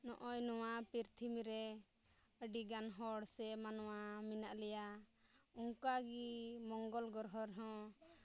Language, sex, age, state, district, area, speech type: Santali, female, 30-45, Jharkhand, Pakur, rural, spontaneous